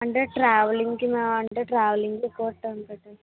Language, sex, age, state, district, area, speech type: Telugu, female, 60+, Andhra Pradesh, Kakinada, rural, conversation